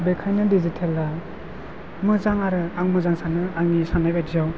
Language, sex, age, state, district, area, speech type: Bodo, male, 30-45, Assam, Chirang, rural, spontaneous